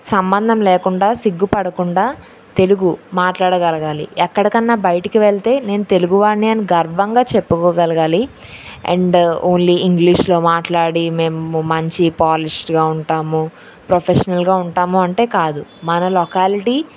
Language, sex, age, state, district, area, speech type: Telugu, female, 18-30, Andhra Pradesh, Anakapalli, rural, spontaneous